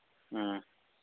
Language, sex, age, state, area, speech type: Manipuri, male, 30-45, Manipur, urban, conversation